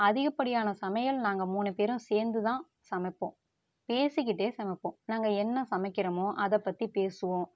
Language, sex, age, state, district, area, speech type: Tamil, female, 45-60, Tamil Nadu, Tiruvarur, rural, spontaneous